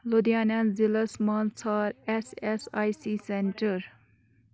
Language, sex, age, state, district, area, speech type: Kashmiri, female, 18-30, Jammu and Kashmir, Bandipora, rural, read